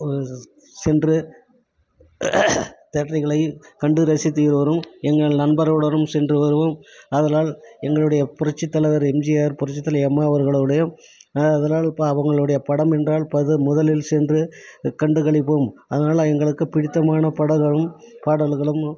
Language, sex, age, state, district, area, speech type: Tamil, male, 45-60, Tamil Nadu, Krishnagiri, rural, spontaneous